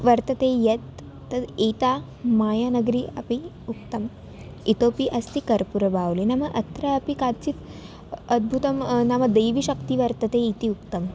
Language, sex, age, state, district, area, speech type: Sanskrit, female, 18-30, Maharashtra, Wardha, urban, spontaneous